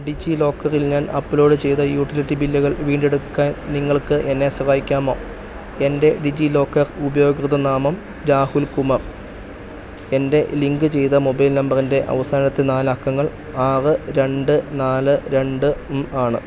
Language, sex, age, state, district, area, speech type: Malayalam, male, 30-45, Kerala, Idukki, rural, read